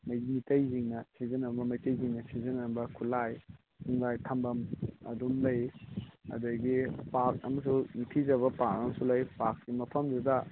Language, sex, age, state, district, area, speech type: Manipuri, male, 45-60, Manipur, Imphal East, rural, conversation